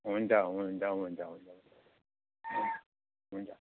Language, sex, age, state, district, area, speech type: Nepali, male, 45-60, West Bengal, Jalpaiguri, urban, conversation